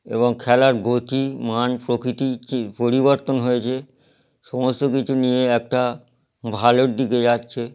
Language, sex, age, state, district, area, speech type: Bengali, male, 30-45, West Bengal, Howrah, urban, spontaneous